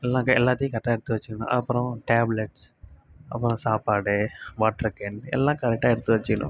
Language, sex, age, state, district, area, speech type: Tamil, male, 18-30, Tamil Nadu, Kallakurichi, rural, spontaneous